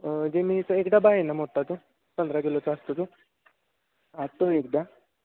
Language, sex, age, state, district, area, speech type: Marathi, male, 18-30, Maharashtra, Satara, urban, conversation